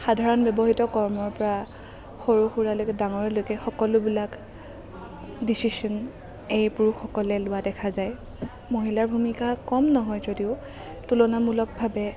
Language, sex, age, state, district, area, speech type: Assamese, female, 30-45, Assam, Kamrup Metropolitan, urban, spontaneous